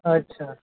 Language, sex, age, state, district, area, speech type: Maithili, male, 18-30, Bihar, Sitamarhi, rural, conversation